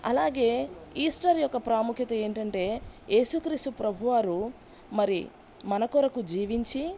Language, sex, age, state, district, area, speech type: Telugu, female, 30-45, Andhra Pradesh, Bapatla, rural, spontaneous